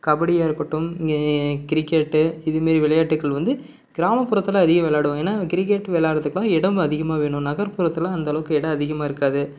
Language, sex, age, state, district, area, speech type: Tamil, male, 30-45, Tamil Nadu, Salem, rural, spontaneous